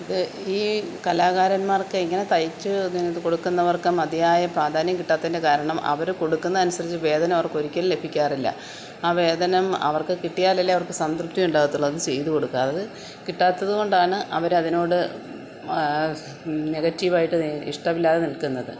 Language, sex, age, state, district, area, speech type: Malayalam, female, 45-60, Kerala, Kottayam, rural, spontaneous